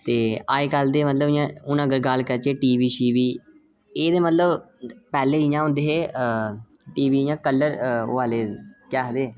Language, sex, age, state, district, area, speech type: Dogri, male, 18-30, Jammu and Kashmir, Reasi, rural, spontaneous